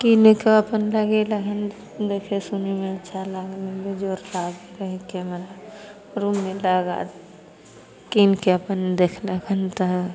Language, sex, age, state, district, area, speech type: Maithili, female, 18-30, Bihar, Samastipur, rural, spontaneous